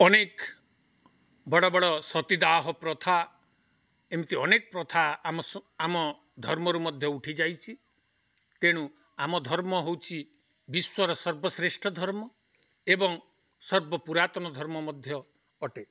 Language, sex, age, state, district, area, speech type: Odia, male, 45-60, Odisha, Nuapada, rural, spontaneous